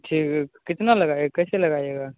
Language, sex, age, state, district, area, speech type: Hindi, male, 18-30, Bihar, Begusarai, rural, conversation